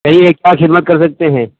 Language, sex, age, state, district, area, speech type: Urdu, male, 30-45, Bihar, East Champaran, urban, conversation